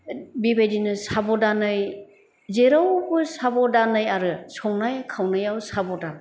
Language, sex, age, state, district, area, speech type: Bodo, female, 60+, Assam, Chirang, rural, spontaneous